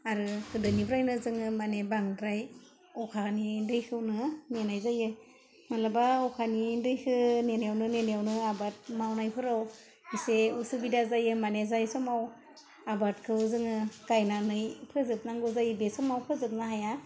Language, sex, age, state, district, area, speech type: Bodo, female, 30-45, Assam, Udalguri, rural, spontaneous